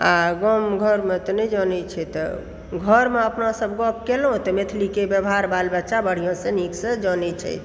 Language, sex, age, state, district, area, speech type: Maithili, female, 60+, Bihar, Supaul, rural, spontaneous